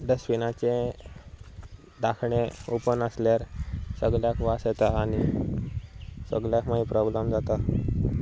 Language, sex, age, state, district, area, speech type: Goan Konkani, male, 18-30, Goa, Sanguem, rural, spontaneous